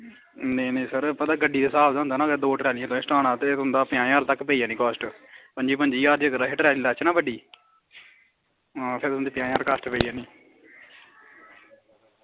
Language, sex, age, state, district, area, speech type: Dogri, male, 18-30, Jammu and Kashmir, Samba, rural, conversation